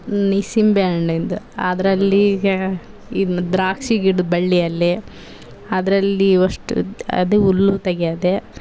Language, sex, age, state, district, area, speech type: Kannada, female, 30-45, Karnataka, Vijayanagara, rural, spontaneous